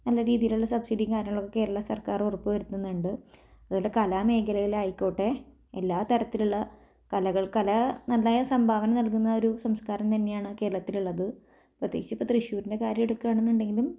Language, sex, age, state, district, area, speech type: Malayalam, female, 30-45, Kerala, Thrissur, urban, spontaneous